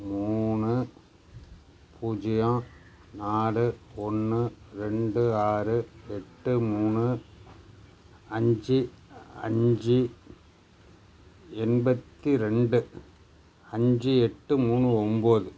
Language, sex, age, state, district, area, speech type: Tamil, male, 60+, Tamil Nadu, Nagapattinam, rural, read